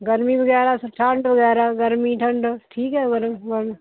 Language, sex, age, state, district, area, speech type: Punjabi, female, 45-60, Punjab, Hoshiarpur, urban, conversation